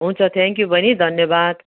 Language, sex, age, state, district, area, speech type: Nepali, female, 60+, West Bengal, Kalimpong, rural, conversation